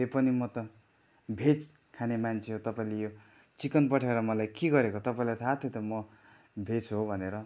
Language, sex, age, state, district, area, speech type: Nepali, male, 30-45, West Bengal, Kalimpong, rural, spontaneous